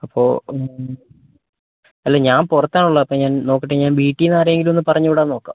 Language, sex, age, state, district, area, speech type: Malayalam, male, 30-45, Kerala, Wayanad, rural, conversation